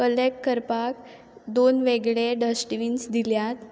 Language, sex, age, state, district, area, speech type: Goan Konkani, female, 18-30, Goa, Quepem, rural, spontaneous